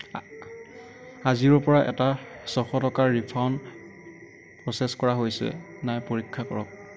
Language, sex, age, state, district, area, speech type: Assamese, male, 18-30, Assam, Kamrup Metropolitan, urban, read